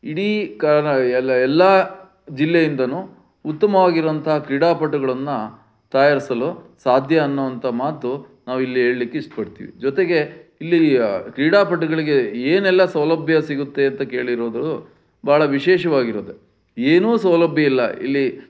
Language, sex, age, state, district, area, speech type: Kannada, male, 60+, Karnataka, Chitradurga, rural, spontaneous